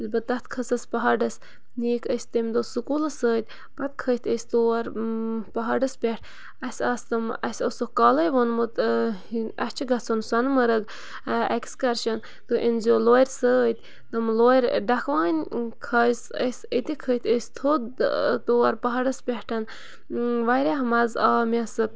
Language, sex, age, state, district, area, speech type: Kashmiri, female, 18-30, Jammu and Kashmir, Bandipora, rural, spontaneous